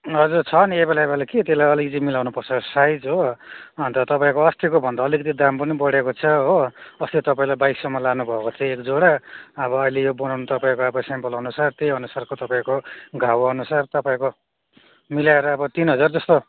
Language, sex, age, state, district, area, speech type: Nepali, male, 18-30, West Bengal, Darjeeling, rural, conversation